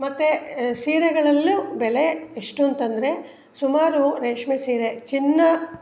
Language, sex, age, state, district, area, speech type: Kannada, female, 60+, Karnataka, Mandya, rural, spontaneous